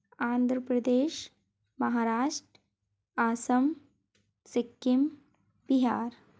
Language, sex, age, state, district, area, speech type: Hindi, female, 30-45, Madhya Pradesh, Bhopal, urban, spontaneous